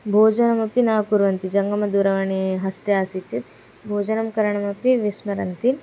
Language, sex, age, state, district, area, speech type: Sanskrit, female, 18-30, Karnataka, Dharwad, urban, spontaneous